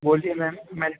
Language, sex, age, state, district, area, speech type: Hindi, male, 30-45, Rajasthan, Jodhpur, urban, conversation